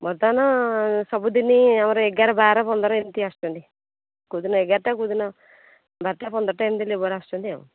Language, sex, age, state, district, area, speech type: Odia, female, 30-45, Odisha, Nayagarh, rural, conversation